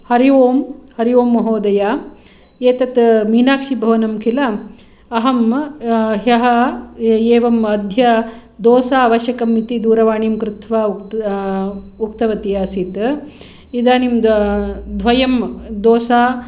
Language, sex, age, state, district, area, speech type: Sanskrit, female, 45-60, Karnataka, Hassan, rural, spontaneous